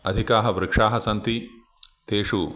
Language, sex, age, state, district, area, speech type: Sanskrit, male, 45-60, Telangana, Ranga Reddy, urban, spontaneous